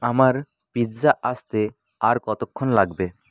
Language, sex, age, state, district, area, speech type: Bengali, male, 18-30, West Bengal, South 24 Parganas, rural, read